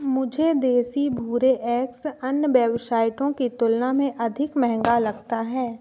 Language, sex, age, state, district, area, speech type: Hindi, female, 18-30, Madhya Pradesh, Katni, urban, read